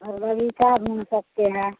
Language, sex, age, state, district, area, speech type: Hindi, female, 45-60, Bihar, Madhepura, rural, conversation